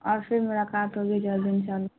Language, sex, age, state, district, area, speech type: Urdu, female, 18-30, Bihar, Khagaria, rural, conversation